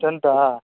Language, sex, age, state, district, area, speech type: Tamil, male, 18-30, Tamil Nadu, Nagapattinam, rural, conversation